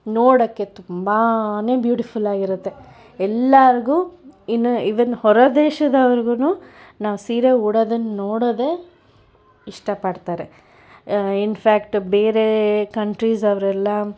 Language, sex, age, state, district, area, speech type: Kannada, female, 60+, Karnataka, Bangalore Urban, urban, spontaneous